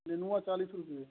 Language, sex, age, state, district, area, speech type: Hindi, male, 30-45, Uttar Pradesh, Chandauli, rural, conversation